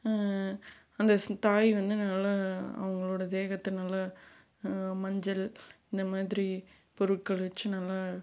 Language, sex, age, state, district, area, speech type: Tamil, female, 30-45, Tamil Nadu, Salem, urban, spontaneous